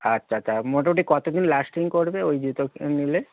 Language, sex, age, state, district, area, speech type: Bengali, male, 45-60, West Bengal, Hooghly, rural, conversation